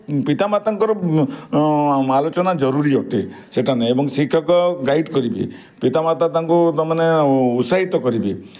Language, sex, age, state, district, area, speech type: Odia, male, 45-60, Odisha, Bargarh, urban, spontaneous